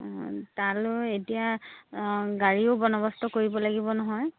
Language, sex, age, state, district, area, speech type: Assamese, female, 30-45, Assam, Dhemaji, rural, conversation